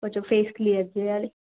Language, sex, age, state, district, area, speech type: Telugu, female, 18-30, Telangana, Siddipet, urban, conversation